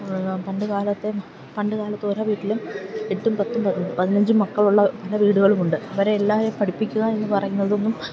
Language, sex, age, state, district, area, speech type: Malayalam, female, 30-45, Kerala, Idukki, rural, spontaneous